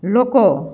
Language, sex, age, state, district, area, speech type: Gujarati, female, 45-60, Gujarat, Amreli, rural, spontaneous